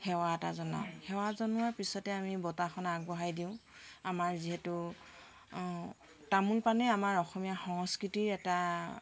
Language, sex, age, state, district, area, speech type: Assamese, female, 60+, Assam, Tinsukia, rural, spontaneous